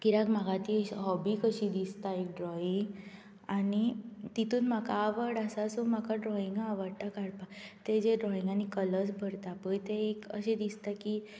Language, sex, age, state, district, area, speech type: Goan Konkani, female, 18-30, Goa, Bardez, rural, spontaneous